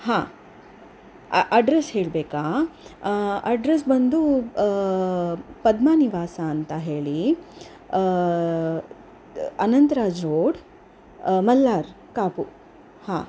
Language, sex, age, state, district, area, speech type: Kannada, female, 30-45, Karnataka, Udupi, rural, spontaneous